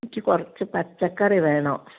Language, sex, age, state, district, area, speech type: Malayalam, female, 60+, Kerala, Kozhikode, rural, conversation